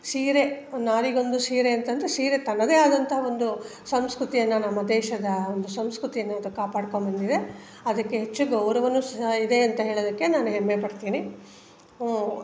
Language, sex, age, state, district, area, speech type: Kannada, female, 60+, Karnataka, Mandya, rural, spontaneous